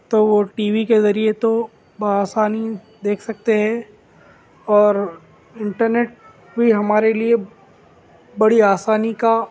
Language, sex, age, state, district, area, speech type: Urdu, male, 18-30, Telangana, Hyderabad, urban, spontaneous